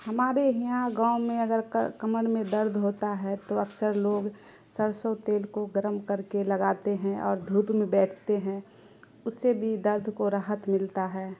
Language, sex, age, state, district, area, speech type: Urdu, female, 30-45, Bihar, Khagaria, rural, spontaneous